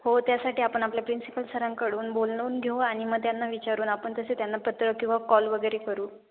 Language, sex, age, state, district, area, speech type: Marathi, female, 18-30, Maharashtra, Ahmednagar, rural, conversation